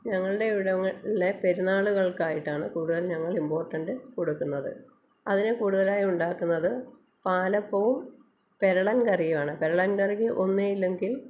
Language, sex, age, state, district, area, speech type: Malayalam, female, 45-60, Kerala, Kottayam, rural, spontaneous